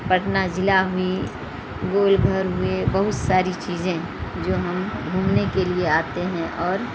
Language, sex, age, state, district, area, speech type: Urdu, female, 60+, Bihar, Supaul, rural, spontaneous